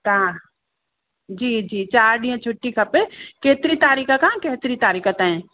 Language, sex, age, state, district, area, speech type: Sindhi, female, 45-60, Uttar Pradesh, Lucknow, urban, conversation